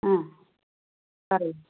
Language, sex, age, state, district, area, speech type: Malayalam, female, 60+, Kerala, Palakkad, rural, conversation